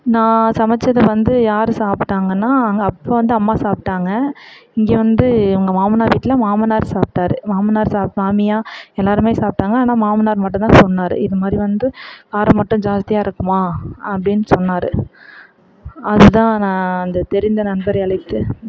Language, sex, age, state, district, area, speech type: Tamil, female, 45-60, Tamil Nadu, Perambalur, rural, spontaneous